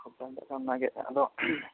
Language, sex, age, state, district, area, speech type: Santali, male, 18-30, West Bengal, Bankura, rural, conversation